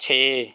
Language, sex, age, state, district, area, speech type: Punjabi, male, 18-30, Punjab, Rupnagar, rural, read